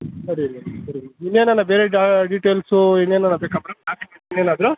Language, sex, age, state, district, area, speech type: Kannada, male, 30-45, Karnataka, Kolar, rural, conversation